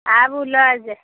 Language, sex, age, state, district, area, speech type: Maithili, female, 30-45, Bihar, Samastipur, urban, conversation